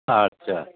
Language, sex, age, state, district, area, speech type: Bengali, male, 60+, West Bengal, Hooghly, rural, conversation